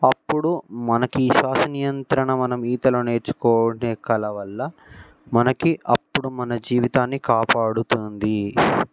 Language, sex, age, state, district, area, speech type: Telugu, male, 18-30, Telangana, Ranga Reddy, urban, spontaneous